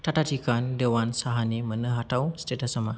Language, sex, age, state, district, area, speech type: Bodo, male, 18-30, Assam, Kokrajhar, rural, read